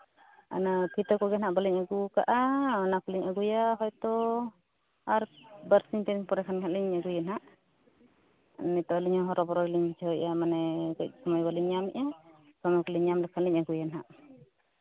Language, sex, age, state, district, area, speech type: Santali, female, 30-45, Jharkhand, East Singhbhum, rural, conversation